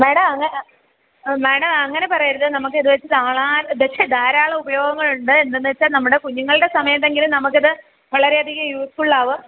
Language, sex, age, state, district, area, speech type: Malayalam, female, 30-45, Kerala, Kollam, rural, conversation